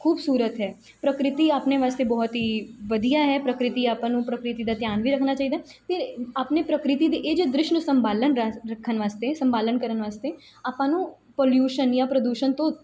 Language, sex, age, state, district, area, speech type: Punjabi, female, 18-30, Punjab, Mansa, urban, spontaneous